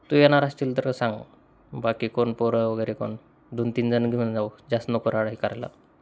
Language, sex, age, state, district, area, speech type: Marathi, male, 30-45, Maharashtra, Osmanabad, rural, spontaneous